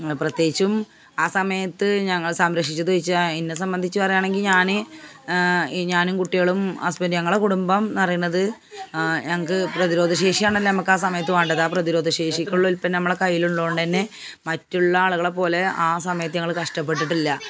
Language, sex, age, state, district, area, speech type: Malayalam, female, 45-60, Kerala, Malappuram, rural, spontaneous